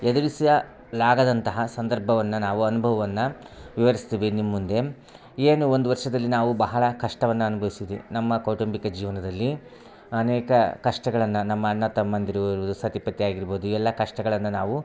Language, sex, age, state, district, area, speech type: Kannada, male, 30-45, Karnataka, Vijayapura, rural, spontaneous